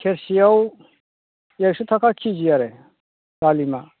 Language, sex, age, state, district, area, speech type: Bodo, male, 45-60, Assam, Chirang, rural, conversation